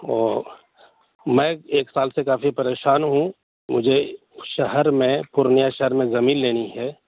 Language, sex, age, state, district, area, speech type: Urdu, male, 18-30, Bihar, Purnia, rural, conversation